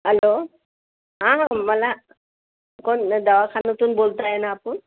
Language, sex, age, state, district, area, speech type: Marathi, female, 30-45, Maharashtra, Buldhana, rural, conversation